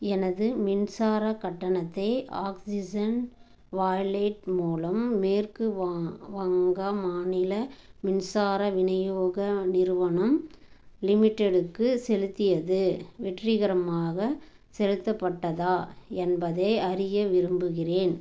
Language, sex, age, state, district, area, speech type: Tamil, female, 30-45, Tamil Nadu, Tirupattur, rural, read